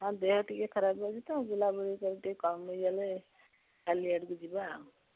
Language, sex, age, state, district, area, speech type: Odia, female, 60+, Odisha, Jagatsinghpur, rural, conversation